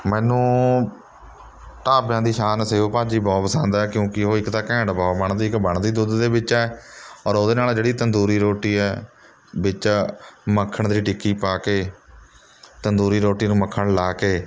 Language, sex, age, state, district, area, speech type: Punjabi, male, 30-45, Punjab, Mohali, rural, spontaneous